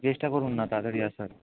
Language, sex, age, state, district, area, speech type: Bengali, male, 18-30, West Bengal, North 24 Parganas, rural, conversation